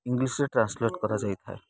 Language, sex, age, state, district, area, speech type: Odia, male, 30-45, Odisha, Kendrapara, urban, spontaneous